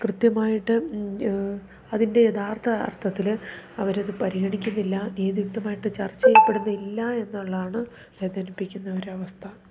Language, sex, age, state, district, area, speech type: Malayalam, female, 30-45, Kerala, Idukki, rural, spontaneous